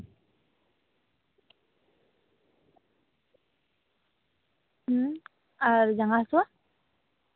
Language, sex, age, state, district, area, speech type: Santali, female, 18-30, West Bengal, Paschim Bardhaman, rural, conversation